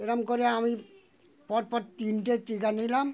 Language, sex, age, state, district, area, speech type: Bengali, male, 60+, West Bengal, Darjeeling, rural, spontaneous